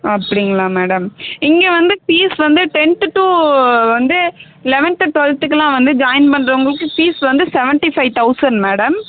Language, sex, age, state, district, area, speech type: Tamil, female, 18-30, Tamil Nadu, Dharmapuri, urban, conversation